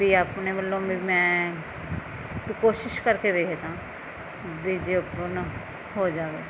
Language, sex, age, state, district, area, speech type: Punjabi, female, 30-45, Punjab, Firozpur, rural, spontaneous